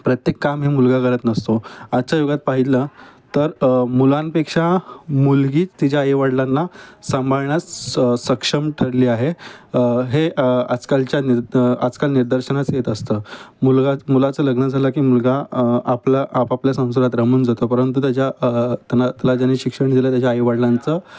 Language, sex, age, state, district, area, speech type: Marathi, male, 30-45, Maharashtra, Mumbai Suburban, urban, spontaneous